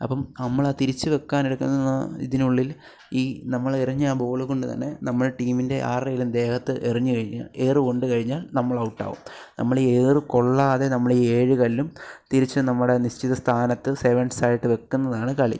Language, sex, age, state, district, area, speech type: Malayalam, male, 18-30, Kerala, Alappuzha, rural, spontaneous